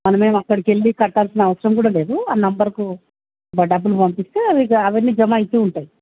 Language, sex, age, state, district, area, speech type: Telugu, female, 60+, Telangana, Hyderabad, urban, conversation